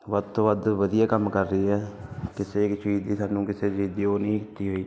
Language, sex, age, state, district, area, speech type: Punjabi, male, 30-45, Punjab, Ludhiana, urban, spontaneous